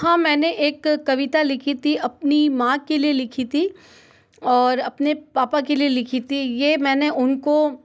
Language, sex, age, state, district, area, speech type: Hindi, female, 18-30, Rajasthan, Jodhpur, urban, spontaneous